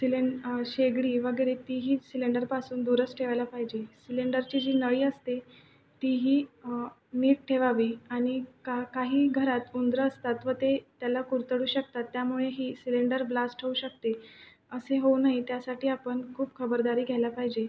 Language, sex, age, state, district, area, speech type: Marathi, male, 18-30, Maharashtra, Buldhana, urban, spontaneous